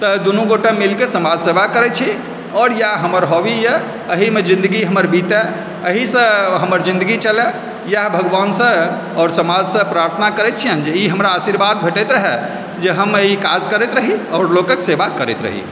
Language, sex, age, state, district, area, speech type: Maithili, male, 45-60, Bihar, Supaul, urban, spontaneous